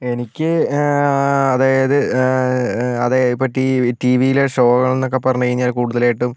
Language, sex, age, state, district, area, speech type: Malayalam, male, 45-60, Kerala, Wayanad, rural, spontaneous